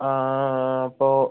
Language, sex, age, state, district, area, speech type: Malayalam, female, 18-30, Kerala, Wayanad, rural, conversation